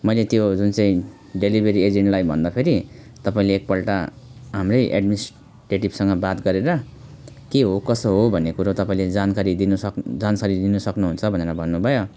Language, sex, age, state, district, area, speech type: Nepali, male, 30-45, West Bengal, Alipurduar, urban, spontaneous